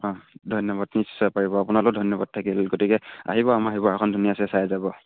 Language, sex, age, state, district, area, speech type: Assamese, male, 18-30, Assam, Sivasagar, rural, conversation